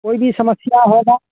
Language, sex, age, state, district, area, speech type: Hindi, male, 30-45, Bihar, Vaishali, rural, conversation